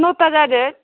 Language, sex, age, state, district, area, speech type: Bodo, female, 18-30, Assam, Baksa, rural, conversation